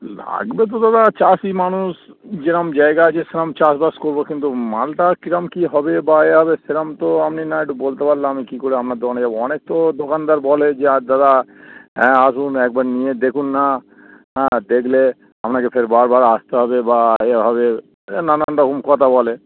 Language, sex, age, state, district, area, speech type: Bengali, male, 30-45, West Bengal, Darjeeling, rural, conversation